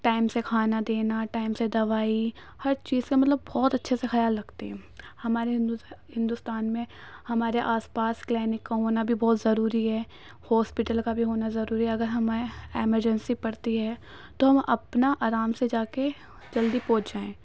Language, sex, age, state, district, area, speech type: Urdu, female, 18-30, Uttar Pradesh, Ghaziabad, rural, spontaneous